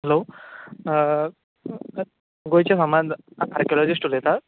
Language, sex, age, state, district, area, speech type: Goan Konkani, male, 18-30, Goa, Bardez, urban, conversation